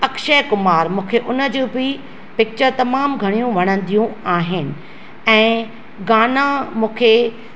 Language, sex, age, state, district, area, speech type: Sindhi, female, 45-60, Maharashtra, Thane, urban, spontaneous